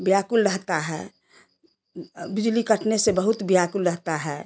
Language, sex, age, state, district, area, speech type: Hindi, female, 60+, Bihar, Samastipur, urban, spontaneous